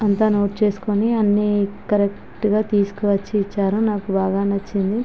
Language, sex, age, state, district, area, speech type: Telugu, female, 30-45, Andhra Pradesh, Visakhapatnam, urban, spontaneous